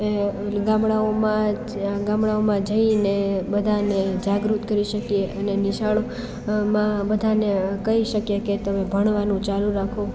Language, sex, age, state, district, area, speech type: Gujarati, female, 18-30, Gujarat, Amreli, rural, spontaneous